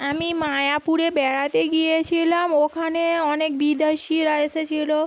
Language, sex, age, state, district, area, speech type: Bengali, female, 30-45, West Bengal, Howrah, urban, spontaneous